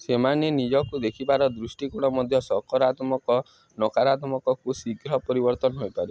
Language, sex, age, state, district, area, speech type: Odia, male, 18-30, Odisha, Nuapada, urban, read